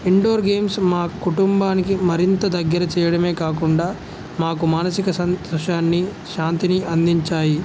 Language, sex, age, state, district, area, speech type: Telugu, male, 18-30, Telangana, Jangaon, rural, spontaneous